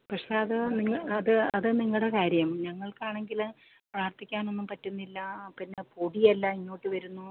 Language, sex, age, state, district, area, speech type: Malayalam, female, 45-60, Kerala, Idukki, rural, conversation